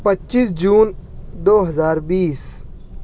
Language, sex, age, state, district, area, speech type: Urdu, male, 60+, Maharashtra, Nashik, rural, spontaneous